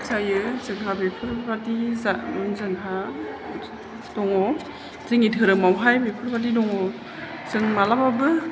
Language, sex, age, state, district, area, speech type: Bodo, female, 45-60, Assam, Chirang, urban, spontaneous